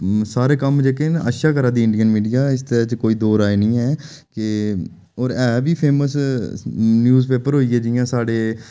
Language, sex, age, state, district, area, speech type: Dogri, male, 30-45, Jammu and Kashmir, Udhampur, rural, spontaneous